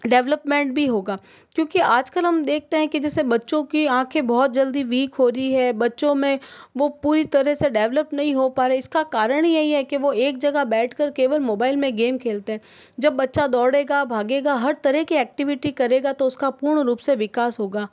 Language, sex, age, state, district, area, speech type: Hindi, female, 18-30, Rajasthan, Jodhpur, urban, spontaneous